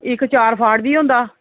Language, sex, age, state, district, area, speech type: Dogri, female, 45-60, Jammu and Kashmir, Jammu, urban, conversation